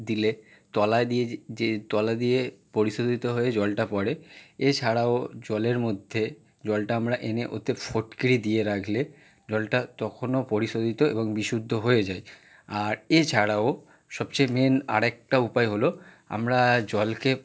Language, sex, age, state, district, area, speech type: Bengali, male, 18-30, West Bengal, Howrah, urban, spontaneous